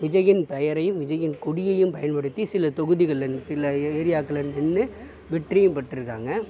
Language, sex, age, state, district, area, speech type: Tamil, male, 60+, Tamil Nadu, Sivaganga, urban, spontaneous